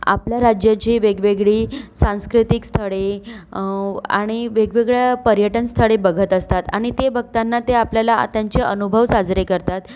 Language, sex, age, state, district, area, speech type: Marathi, female, 30-45, Maharashtra, Nagpur, urban, spontaneous